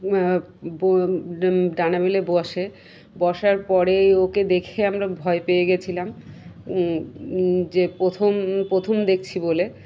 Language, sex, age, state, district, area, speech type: Bengali, female, 30-45, West Bengal, Birbhum, urban, spontaneous